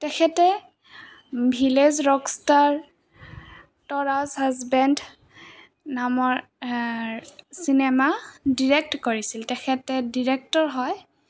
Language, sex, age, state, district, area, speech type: Assamese, female, 18-30, Assam, Goalpara, rural, spontaneous